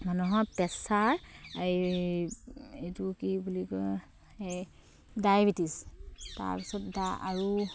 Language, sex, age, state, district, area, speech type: Assamese, female, 30-45, Assam, Sivasagar, rural, spontaneous